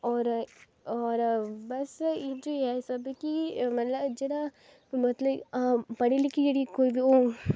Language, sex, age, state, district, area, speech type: Dogri, female, 18-30, Jammu and Kashmir, Kathua, rural, spontaneous